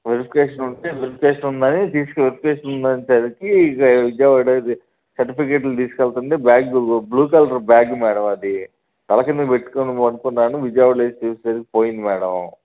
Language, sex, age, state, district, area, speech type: Telugu, male, 30-45, Andhra Pradesh, Bapatla, rural, conversation